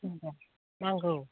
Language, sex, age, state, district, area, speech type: Bodo, female, 45-60, Assam, Kokrajhar, rural, conversation